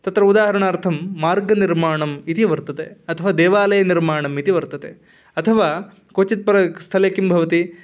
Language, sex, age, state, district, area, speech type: Sanskrit, male, 18-30, Karnataka, Uttara Kannada, rural, spontaneous